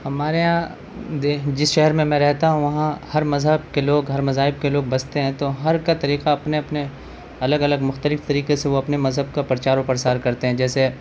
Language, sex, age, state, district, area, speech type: Urdu, male, 30-45, Delhi, South Delhi, urban, spontaneous